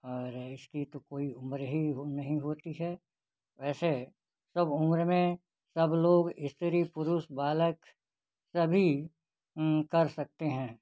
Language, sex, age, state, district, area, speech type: Hindi, male, 60+, Uttar Pradesh, Ghazipur, rural, spontaneous